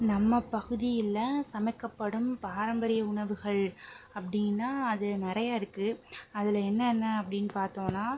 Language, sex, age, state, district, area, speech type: Tamil, female, 18-30, Tamil Nadu, Pudukkottai, rural, spontaneous